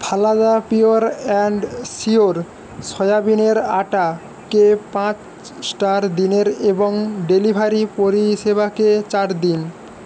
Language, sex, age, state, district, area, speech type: Bengali, male, 60+, West Bengal, Jhargram, rural, read